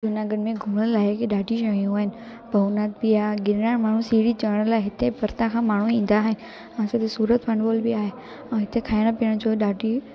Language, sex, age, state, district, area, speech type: Sindhi, female, 18-30, Gujarat, Junagadh, rural, spontaneous